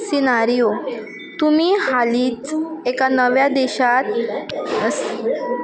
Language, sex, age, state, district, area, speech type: Goan Konkani, female, 18-30, Goa, Quepem, rural, spontaneous